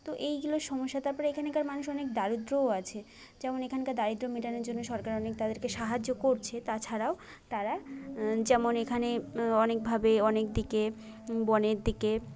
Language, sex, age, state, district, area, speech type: Bengali, female, 18-30, West Bengal, Jhargram, rural, spontaneous